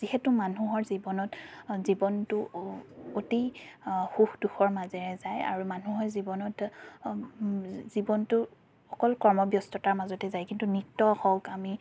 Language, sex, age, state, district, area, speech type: Assamese, female, 30-45, Assam, Biswanath, rural, spontaneous